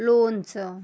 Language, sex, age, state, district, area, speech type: Marathi, female, 30-45, Maharashtra, Osmanabad, rural, spontaneous